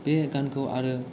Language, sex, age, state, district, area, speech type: Bodo, male, 18-30, Assam, Kokrajhar, rural, spontaneous